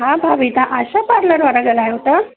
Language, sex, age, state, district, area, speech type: Sindhi, female, 30-45, Uttar Pradesh, Lucknow, urban, conversation